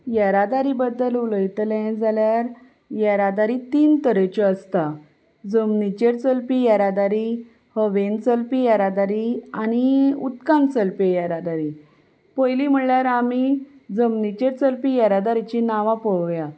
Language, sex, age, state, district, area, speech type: Goan Konkani, female, 30-45, Goa, Salcete, rural, spontaneous